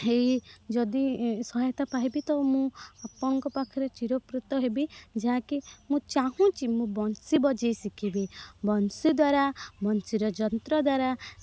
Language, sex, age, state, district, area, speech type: Odia, female, 18-30, Odisha, Kendrapara, urban, spontaneous